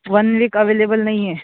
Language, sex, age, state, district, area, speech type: Marathi, male, 18-30, Maharashtra, Thane, urban, conversation